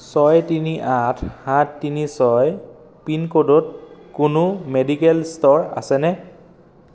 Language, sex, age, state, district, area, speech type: Assamese, male, 30-45, Assam, Dhemaji, rural, read